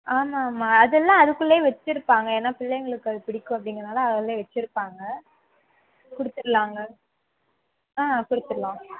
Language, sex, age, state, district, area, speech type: Tamil, female, 18-30, Tamil Nadu, Sivaganga, rural, conversation